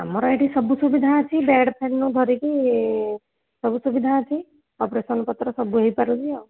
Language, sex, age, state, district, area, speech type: Odia, female, 30-45, Odisha, Sambalpur, rural, conversation